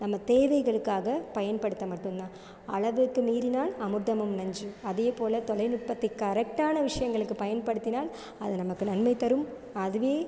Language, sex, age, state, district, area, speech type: Tamil, female, 30-45, Tamil Nadu, Sivaganga, rural, spontaneous